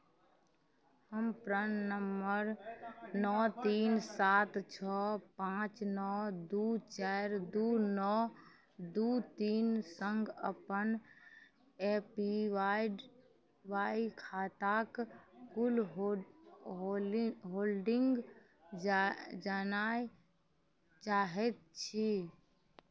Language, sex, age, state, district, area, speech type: Maithili, female, 30-45, Bihar, Madhubani, rural, read